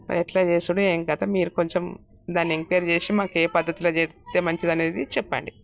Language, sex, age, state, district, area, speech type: Telugu, female, 60+, Telangana, Peddapalli, rural, spontaneous